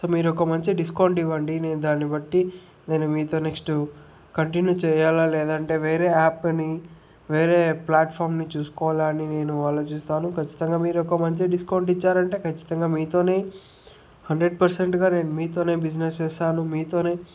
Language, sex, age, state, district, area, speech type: Telugu, male, 30-45, Andhra Pradesh, Chittoor, rural, spontaneous